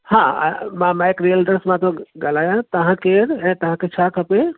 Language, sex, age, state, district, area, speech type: Sindhi, male, 60+, Delhi, South Delhi, urban, conversation